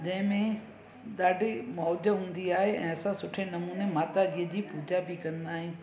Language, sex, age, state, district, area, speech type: Sindhi, female, 45-60, Gujarat, Junagadh, rural, spontaneous